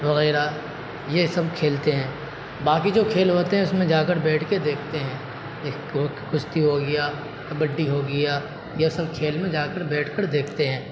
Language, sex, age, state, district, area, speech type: Urdu, male, 30-45, Bihar, Supaul, rural, spontaneous